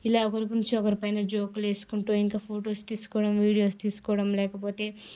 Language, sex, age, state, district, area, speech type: Telugu, female, 18-30, Andhra Pradesh, Sri Balaji, rural, spontaneous